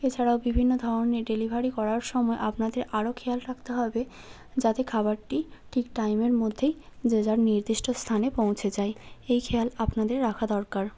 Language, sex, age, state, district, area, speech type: Bengali, female, 30-45, West Bengal, Hooghly, urban, spontaneous